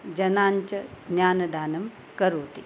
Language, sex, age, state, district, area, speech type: Sanskrit, female, 60+, Maharashtra, Nagpur, urban, spontaneous